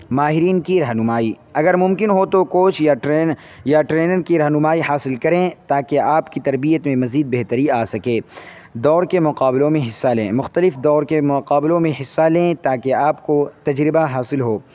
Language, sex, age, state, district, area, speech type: Urdu, male, 18-30, Uttar Pradesh, Saharanpur, urban, spontaneous